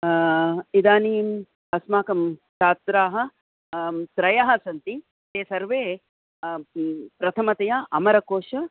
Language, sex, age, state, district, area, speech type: Sanskrit, female, 60+, Karnataka, Bangalore Urban, urban, conversation